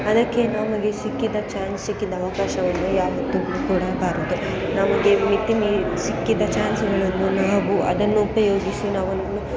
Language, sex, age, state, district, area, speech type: Kannada, female, 18-30, Karnataka, Mysore, urban, spontaneous